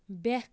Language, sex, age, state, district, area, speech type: Kashmiri, male, 18-30, Jammu and Kashmir, Baramulla, rural, read